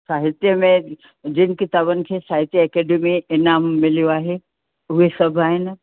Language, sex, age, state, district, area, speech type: Sindhi, female, 60+, Rajasthan, Ajmer, urban, conversation